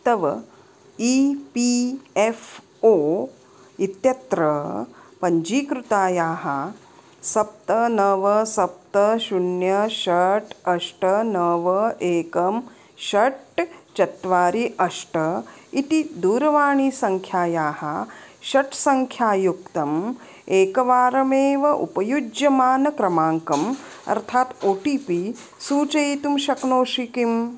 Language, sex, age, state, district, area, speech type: Sanskrit, female, 45-60, Maharashtra, Nagpur, urban, read